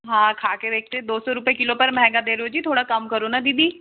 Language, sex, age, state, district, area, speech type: Hindi, female, 45-60, Madhya Pradesh, Balaghat, rural, conversation